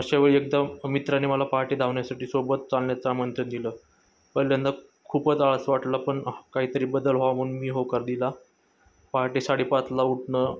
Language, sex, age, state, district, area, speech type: Marathi, male, 30-45, Maharashtra, Osmanabad, rural, spontaneous